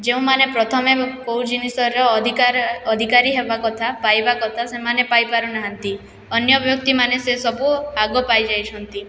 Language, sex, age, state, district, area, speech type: Odia, female, 18-30, Odisha, Boudh, rural, spontaneous